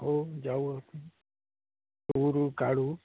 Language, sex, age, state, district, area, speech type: Marathi, male, 30-45, Maharashtra, Nagpur, rural, conversation